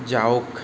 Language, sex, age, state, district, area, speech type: Assamese, male, 30-45, Assam, Kamrup Metropolitan, urban, read